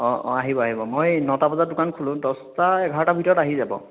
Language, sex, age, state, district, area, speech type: Assamese, male, 18-30, Assam, Biswanath, rural, conversation